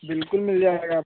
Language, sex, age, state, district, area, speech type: Hindi, male, 18-30, Uttar Pradesh, Prayagraj, urban, conversation